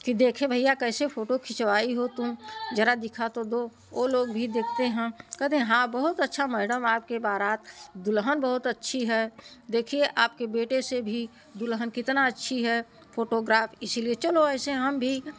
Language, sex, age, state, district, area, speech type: Hindi, female, 60+, Uttar Pradesh, Prayagraj, urban, spontaneous